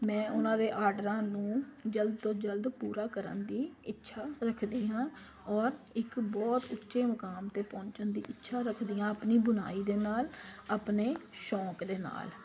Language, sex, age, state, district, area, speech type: Punjabi, female, 30-45, Punjab, Kapurthala, urban, spontaneous